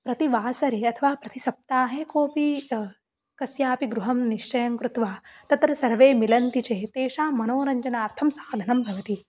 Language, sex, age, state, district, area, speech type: Sanskrit, female, 18-30, Maharashtra, Sindhudurg, rural, spontaneous